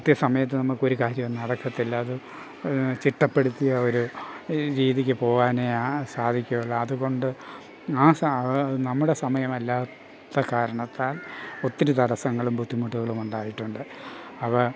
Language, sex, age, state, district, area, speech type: Malayalam, male, 60+, Kerala, Pathanamthitta, rural, spontaneous